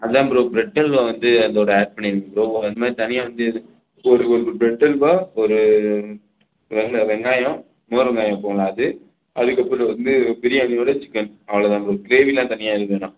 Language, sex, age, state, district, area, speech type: Tamil, male, 18-30, Tamil Nadu, Perambalur, rural, conversation